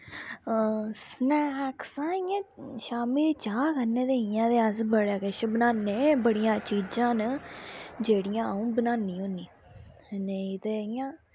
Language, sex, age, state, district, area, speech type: Dogri, female, 18-30, Jammu and Kashmir, Udhampur, rural, spontaneous